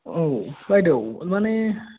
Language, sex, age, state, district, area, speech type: Bodo, male, 18-30, Assam, Udalguri, rural, conversation